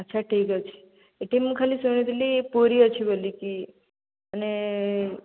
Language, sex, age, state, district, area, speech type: Odia, female, 18-30, Odisha, Jajpur, rural, conversation